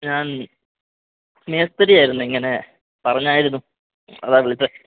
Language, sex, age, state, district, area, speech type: Malayalam, male, 18-30, Kerala, Idukki, rural, conversation